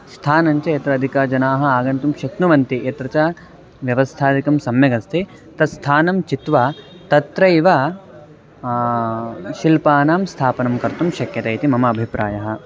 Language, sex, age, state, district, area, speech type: Sanskrit, male, 18-30, Karnataka, Mandya, rural, spontaneous